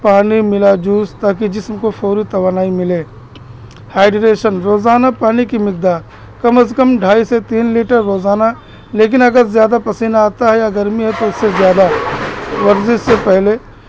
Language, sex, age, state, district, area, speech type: Urdu, male, 30-45, Uttar Pradesh, Balrampur, rural, spontaneous